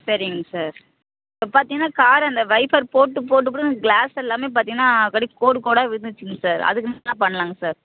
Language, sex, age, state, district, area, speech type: Tamil, female, 60+, Tamil Nadu, Tenkasi, urban, conversation